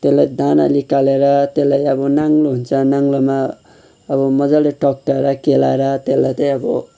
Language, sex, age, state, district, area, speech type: Nepali, male, 30-45, West Bengal, Kalimpong, rural, spontaneous